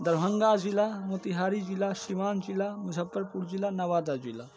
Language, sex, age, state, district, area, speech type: Hindi, male, 18-30, Bihar, Darbhanga, rural, spontaneous